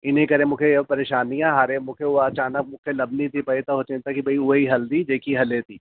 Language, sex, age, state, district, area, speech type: Sindhi, male, 30-45, Delhi, South Delhi, urban, conversation